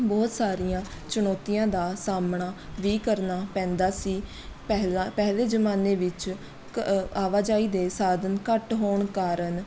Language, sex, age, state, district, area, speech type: Punjabi, female, 18-30, Punjab, Mohali, rural, spontaneous